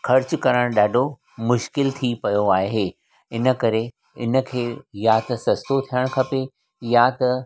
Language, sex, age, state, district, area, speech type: Sindhi, male, 60+, Maharashtra, Mumbai Suburban, urban, spontaneous